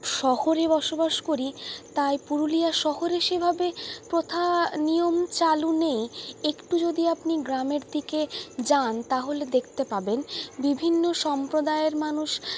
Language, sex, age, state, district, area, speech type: Bengali, female, 45-60, West Bengal, Purulia, urban, spontaneous